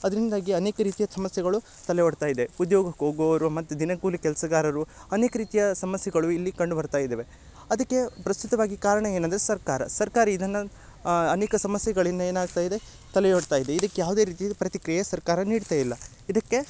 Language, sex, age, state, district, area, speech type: Kannada, male, 18-30, Karnataka, Uttara Kannada, rural, spontaneous